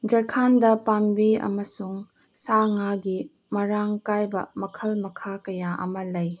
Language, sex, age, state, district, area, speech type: Manipuri, female, 18-30, Manipur, Senapati, urban, read